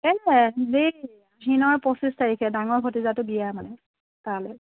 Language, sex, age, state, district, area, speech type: Assamese, female, 45-60, Assam, Golaghat, urban, conversation